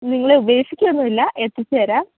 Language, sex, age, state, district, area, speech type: Malayalam, female, 18-30, Kerala, Idukki, rural, conversation